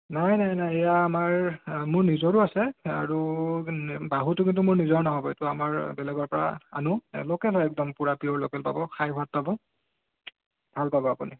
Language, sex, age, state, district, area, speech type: Assamese, male, 18-30, Assam, Sonitpur, rural, conversation